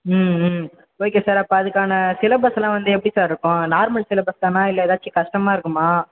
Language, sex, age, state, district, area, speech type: Tamil, male, 18-30, Tamil Nadu, Cuddalore, rural, conversation